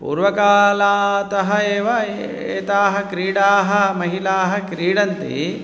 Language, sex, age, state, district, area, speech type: Sanskrit, male, 30-45, Telangana, Hyderabad, urban, spontaneous